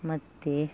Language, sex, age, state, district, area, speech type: Kannada, female, 45-60, Karnataka, Udupi, rural, spontaneous